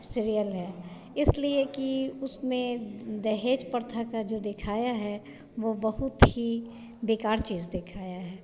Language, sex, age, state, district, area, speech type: Hindi, female, 45-60, Bihar, Vaishali, urban, spontaneous